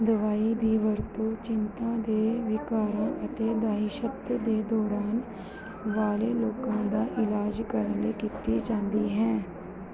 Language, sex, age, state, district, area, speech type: Punjabi, female, 30-45, Punjab, Gurdaspur, urban, read